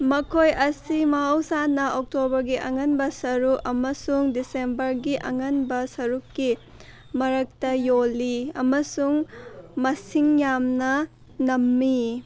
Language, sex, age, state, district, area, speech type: Manipuri, female, 30-45, Manipur, Senapati, rural, read